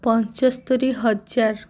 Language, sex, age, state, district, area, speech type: Odia, female, 18-30, Odisha, Kandhamal, rural, spontaneous